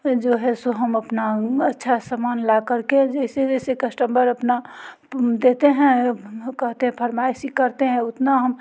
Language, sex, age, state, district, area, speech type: Hindi, female, 45-60, Bihar, Muzaffarpur, rural, spontaneous